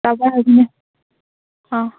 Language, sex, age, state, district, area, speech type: Assamese, female, 18-30, Assam, Charaideo, rural, conversation